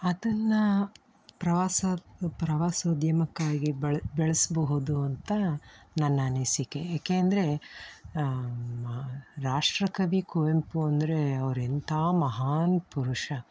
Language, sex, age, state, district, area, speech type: Kannada, female, 45-60, Karnataka, Tumkur, rural, spontaneous